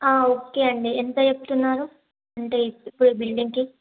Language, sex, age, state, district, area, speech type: Telugu, female, 18-30, Telangana, Yadadri Bhuvanagiri, urban, conversation